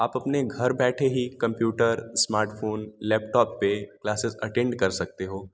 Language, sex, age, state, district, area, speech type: Hindi, male, 18-30, Uttar Pradesh, Varanasi, rural, spontaneous